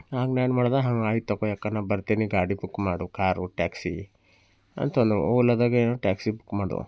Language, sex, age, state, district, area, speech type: Kannada, male, 18-30, Karnataka, Bidar, urban, spontaneous